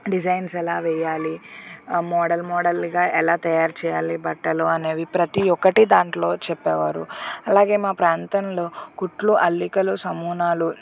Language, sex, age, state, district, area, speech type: Telugu, female, 30-45, Andhra Pradesh, Eluru, rural, spontaneous